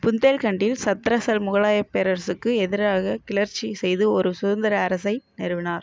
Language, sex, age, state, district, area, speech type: Tamil, female, 45-60, Tamil Nadu, Ariyalur, rural, read